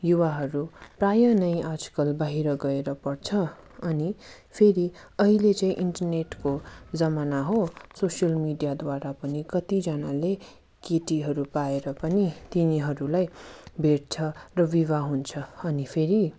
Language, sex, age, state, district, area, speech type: Nepali, female, 45-60, West Bengal, Darjeeling, rural, spontaneous